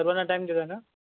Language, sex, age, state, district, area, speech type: Marathi, male, 18-30, Maharashtra, Yavatmal, rural, conversation